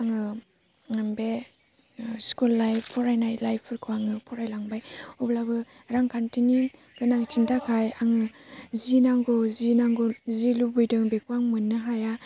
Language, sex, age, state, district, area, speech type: Bodo, female, 18-30, Assam, Baksa, rural, spontaneous